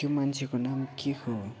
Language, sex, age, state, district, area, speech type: Nepali, male, 60+, West Bengal, Kalimpong, rural, spontaneous